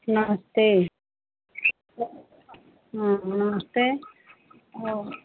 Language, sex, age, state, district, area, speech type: Hindi, female, 60+, Uttar Pradesh, Pratapgarh, rural, conversation